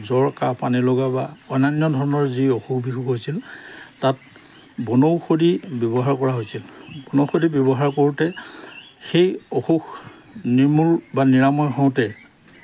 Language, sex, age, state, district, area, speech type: Assamese, male, 45-60, Assam, Lakhimpur, rural, spontaneous